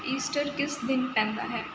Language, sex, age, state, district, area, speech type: Punjabi, female, 18-30, Punjab, Kapurthala, urban, read